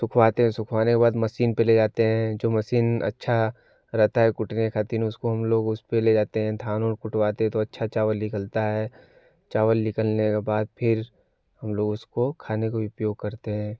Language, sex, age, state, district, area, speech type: Hindi, male, 18-30, Uttar Pradesh, Varanasi, rural, spontaneous